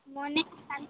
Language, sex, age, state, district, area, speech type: Bengali, female, 18-30, West Bengal, Alipurduar, rural, conversation